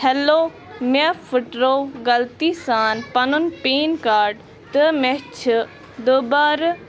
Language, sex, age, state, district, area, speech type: Kashmiri, female, 18-30, Jammu and Kashmir, Bandipora, rural, read